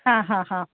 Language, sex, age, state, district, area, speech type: Marathi, female, 45-60, Maharashtra, Mumbai Suburban, urban, conversation